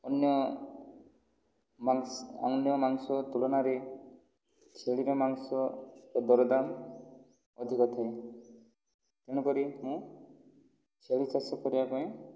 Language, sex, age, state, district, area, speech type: Odia, male, 18-30, Odisha, Kandhamal, rural, spontaneous